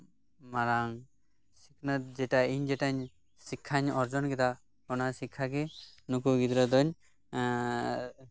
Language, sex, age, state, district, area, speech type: Santali, male, 18-30, West Bengal, Birbhum, rural, spontaneous